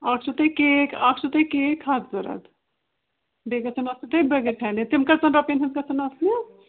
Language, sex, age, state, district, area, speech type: Kashmiri, female, 60+, Jammu and Kashmir, Srinagar, urban, conversation